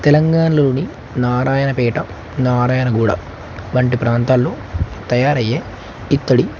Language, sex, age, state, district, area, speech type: Telugu, male, 18-30, Telangana, Nagarkurnool, urban, spontaneous